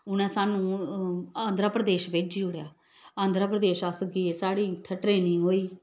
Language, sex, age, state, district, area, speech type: Dogri, female, 45-60, Jammu and Kashmir, Samba, rural, spontaneous